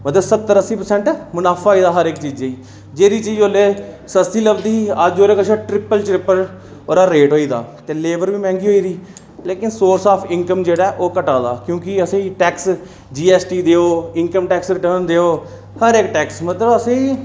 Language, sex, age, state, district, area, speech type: Dogri, male, 30-45, Jammu and Kashmir, Reasi, urban, spontaneous